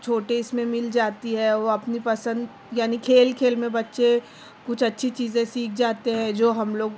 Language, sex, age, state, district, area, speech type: Urdu, female, 30-45, Maharashtra, Nashik, rural, spontaneous